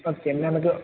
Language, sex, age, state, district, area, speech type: Malayalam, male, 30-45, Kerala, Malappuram, rural, conversation